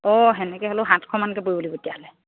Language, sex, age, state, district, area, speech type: Assamese, female, 30-45, Assam, Charaideo, rural, conversation